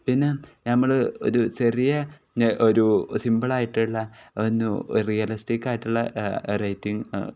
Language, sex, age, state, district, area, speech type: Malayalam, male, 18-30, Kerala, Kozhikode, rural, spontaneous